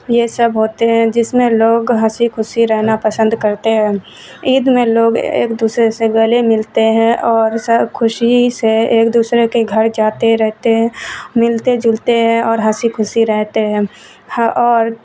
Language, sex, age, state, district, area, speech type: Urdu, female, 30-45, Bihar, Supaul, urban, spontaneous